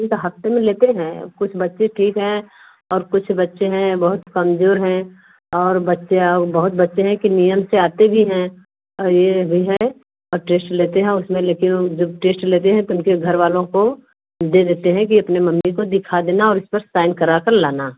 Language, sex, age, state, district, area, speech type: Hindi, female, 30-45, Uttar Pradesh, Varanasi, rural, conversation